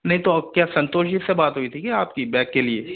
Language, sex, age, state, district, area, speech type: Hindi, male, 60+, Rajasthan, Jaipur, urban, conversation